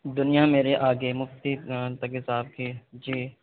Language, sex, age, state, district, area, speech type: Urdu, male, 18-30, Uttar Pradesh, Saharanpur, urban, conversation